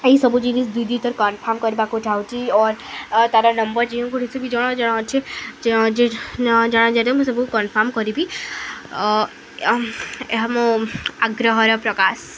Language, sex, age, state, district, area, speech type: Odia, female, 18-30, Odisha, Subarnapur, urban, spontaneous